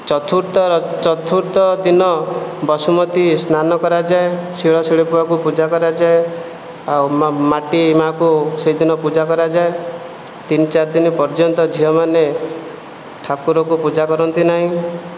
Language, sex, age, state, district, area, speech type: Odia, male, 18-30, Odisha, Jajpur, rural, spontaneous